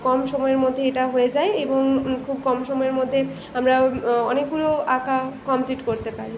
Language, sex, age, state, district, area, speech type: Bengali, female, 18-30, West Bengal, Paschim Medinipur, rural, spontaneous